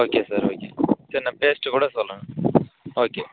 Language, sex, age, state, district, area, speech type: Tamil, male, 30-45, Tamil Nadu, Dharmapuri, rural, conversation